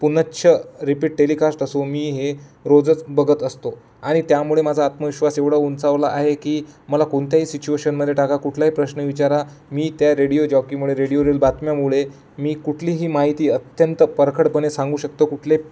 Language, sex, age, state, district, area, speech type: Marathi, male, 18-30, Maharashtra, Amravati, urban, spontaneous